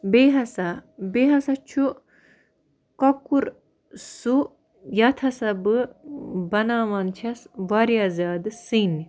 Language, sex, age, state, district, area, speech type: Kashmiri, female, 18-30, Jammu and Kashmir, Baramulla, rural, spontaneous